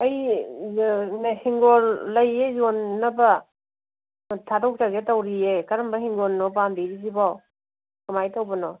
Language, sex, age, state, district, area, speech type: Manipuri, female, 45-60, Manipur, Kangpokpi, urban, conversation